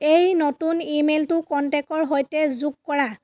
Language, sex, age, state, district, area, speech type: Assamese, female, 30-45, Assam, Dhemaji, rural, read